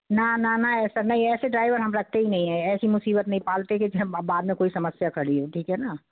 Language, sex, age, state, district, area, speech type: Hindi, female, 60+, Madhya Pradesh, Gwalior, urban, conversation